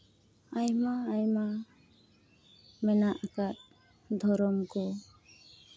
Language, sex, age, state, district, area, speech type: Santali, female, 30-45, West Bengal, Paschim Bardhaman, urban, spontaneous